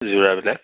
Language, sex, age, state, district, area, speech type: Assamese, male, 60+, Assam, Biswanath, rural, conversation